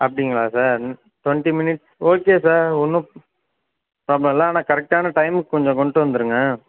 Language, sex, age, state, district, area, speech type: Tamil, male, 30-45, Tamil Nadu, Ariyalur, rural, conversation